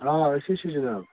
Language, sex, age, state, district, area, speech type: Kashmiri, male, 60+, Jammu and Kashmir, Budgam, rural, conversation